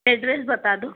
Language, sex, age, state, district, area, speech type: Hindi, female, 60+, Madhya Pradesh, Betul, urban, conversation